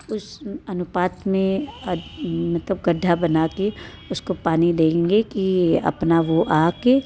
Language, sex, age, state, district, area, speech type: Hindi, female, 30-45, Uttar Pradesh, Mirzapur, rural, spontaneous